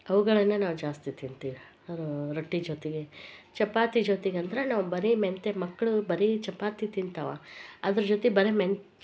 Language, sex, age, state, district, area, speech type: Kannada, female, 45-60, Karnataka, Koppal, rural, spontaneous